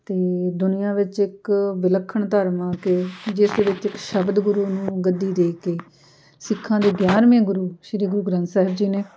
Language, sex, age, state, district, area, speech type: Punjabi, female, 30-45, Punjab, Amritsar, urban, spontaneous